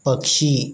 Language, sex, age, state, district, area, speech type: Marathi, male, 30-45, Maharashtra, Gadchiroli, rural, read